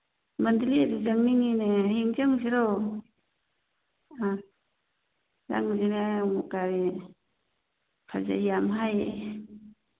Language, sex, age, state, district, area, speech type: Manipuri, female, 45-60, Manipur, Churachandpur, urban, conversation